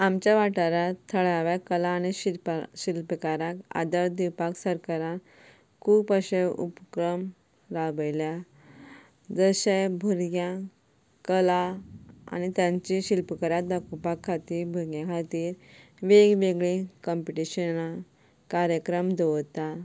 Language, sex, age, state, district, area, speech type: Goan Konkani, female, 18-30, Goa, Canacona, rural, spontaneous